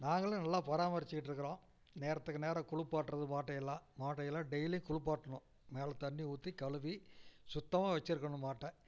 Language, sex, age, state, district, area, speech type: Tamil, male, 60+, Tamil Nadu, Namakkal, rural, spontaneous